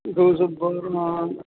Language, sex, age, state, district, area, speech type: Punjabi, male, 60+, Punjab, Bathinda, rural, conversation